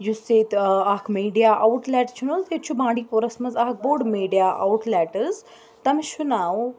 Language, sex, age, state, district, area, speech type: Kashmiri, female, 18-30, Jammu and Kashmir, Bandipora, urban, spontaneous